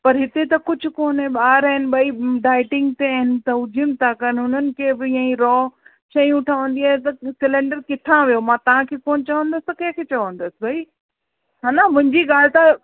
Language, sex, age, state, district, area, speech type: Sindhi, female, 45-60, Uttar Pradesh, Lucknow, urban, conversation